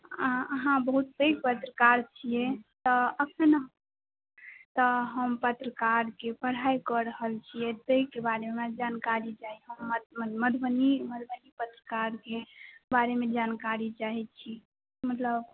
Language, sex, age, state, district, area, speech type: Maithili, female, 18-30, Bihar, Madhubani, urban, conversation